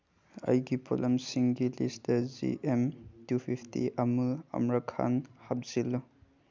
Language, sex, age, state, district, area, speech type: Manipuri, male, 18-30, Manipur, Chandel, rural, read